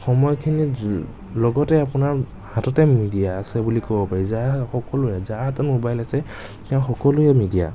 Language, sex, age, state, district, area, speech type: Assamese, male, 18-30, Assam, Nagaon, rural, spontaneous